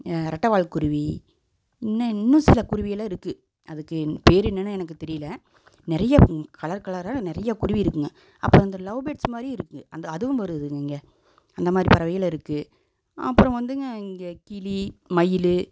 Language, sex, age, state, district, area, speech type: Tamil, female, 30-45, Tamil Nadu, Coimbatore, urban, spontaneous